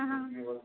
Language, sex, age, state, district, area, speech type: Hindi, female, 18-30, Rajasthan, Karauli, rural, conversation